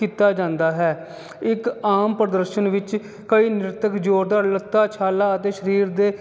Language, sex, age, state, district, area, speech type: Punjabi, male, 30-45, Punjab, Jalandhar, urban, spontaneous